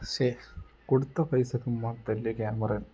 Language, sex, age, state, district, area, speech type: Malayalam, male, 18-30, Kerala, Kozhikode, rural, spontaneous